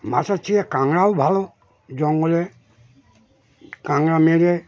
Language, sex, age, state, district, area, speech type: Bengali, male, 60+, West Bengal, Birbhum, urban, spontaneous